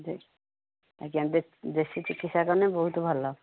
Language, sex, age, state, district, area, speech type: Odia, female, 45-60, Odisha, Angul, rural, conversation